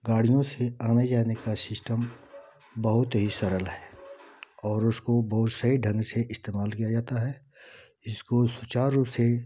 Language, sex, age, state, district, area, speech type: Hindi, male, 60+, Uttar Pradesh, Ghazipur, rural, spontaneous